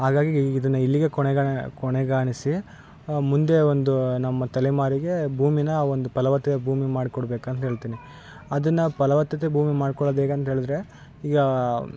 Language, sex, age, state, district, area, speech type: Kannada, male, 18-30, Karnataka, Vijayanagara, rural, spontaneous